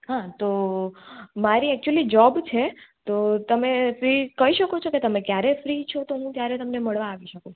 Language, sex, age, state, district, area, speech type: Gujarati, female, 18-30, Gujarat, Surat, urban, conversation